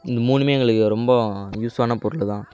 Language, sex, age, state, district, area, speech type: Tamil, male, 18-30, Tamil Nadu, Kallakurichi, urban, spontaneous